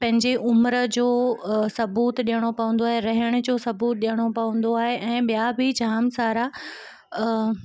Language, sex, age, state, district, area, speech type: Sindhi, female, 18-30, Gujarat, Kutch, urban, spontaneous